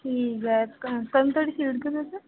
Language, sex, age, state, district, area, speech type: Dogri, female, 18-30, Jammu and Kashmir, Reasi, rural, conversation